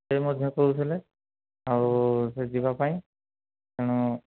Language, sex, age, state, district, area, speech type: Odia, male, 30-45, Odisha, Mayurbhanj, rural, conversation